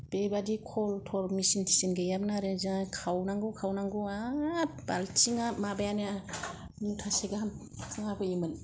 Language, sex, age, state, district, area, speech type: Bodo, female, 45-60, Assam, Kokrajhar, rural, spontaneous